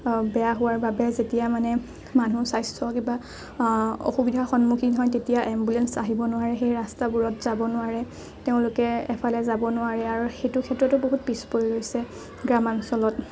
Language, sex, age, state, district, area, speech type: Assamese, female, 18-30, Assam, Morigaon, rural, spontaneous